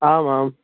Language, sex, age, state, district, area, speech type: Sanskrit, male, 18-30, Uttar Pradesh, Pratapgarh, rural, conversation